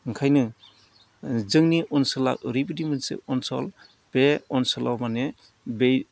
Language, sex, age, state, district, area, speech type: Bodo, male, 45-60, Assam, Udalguri, rural, spontaneous